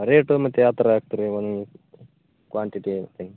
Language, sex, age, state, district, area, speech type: Kannada, male, 45-60, Karnataka, Raichur, rural, conversation